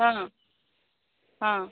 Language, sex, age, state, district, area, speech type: Tamil, female, 30-45, Tamil Nadu, Viluppuram, urban, conversation